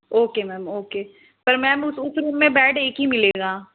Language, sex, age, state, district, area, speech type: Hindi, female, 45-60, Madhya Pradesh, Balaghat, rural, conversation